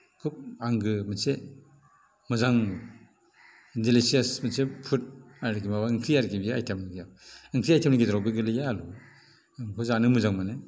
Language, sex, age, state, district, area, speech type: Bodo, male, 60+, Assam, Kokrajhar, rural, spontaneous